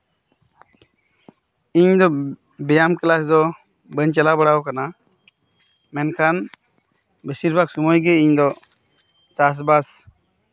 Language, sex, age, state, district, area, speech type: Santali, male, 30-45, West Bengal, Birbhum, rural, spontaneous